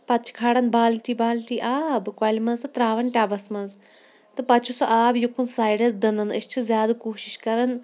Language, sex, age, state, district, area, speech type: Kashmiri, female, 30-45, Jammu and Kashmir, Shopian, urban, spontaneous